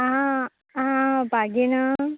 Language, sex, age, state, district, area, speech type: Goan Konkani, female, 18-30, Goa, Canacona, rural, conversation